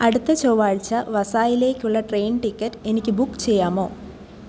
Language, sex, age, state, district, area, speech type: Malayalam, female, 18-30, Kerala, Kasaragod, rural, read